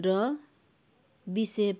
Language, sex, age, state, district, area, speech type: Nepali, female, 30-45, West Bengal, Kalimpong, rural, read